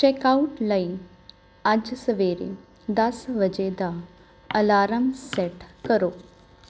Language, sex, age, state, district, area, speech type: Punjabi, female, 18-30, Punjab, Jalandhar, urban, read